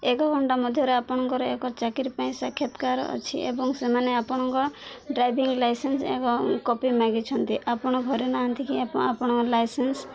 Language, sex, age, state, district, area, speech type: Odia, female, 18-30, Odisha, Koraput, urban, spontaneous